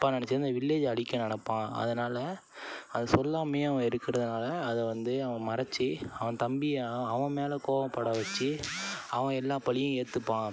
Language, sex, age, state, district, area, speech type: Tamil, male, 18-30, Tamil Nadu, Tiruvarur, urban, spontaneous